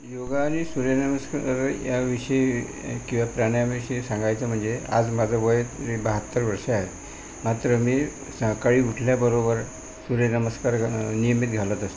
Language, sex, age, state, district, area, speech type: Marathi, male, 60+, Maharashtra, Wardha, urban, spontaneous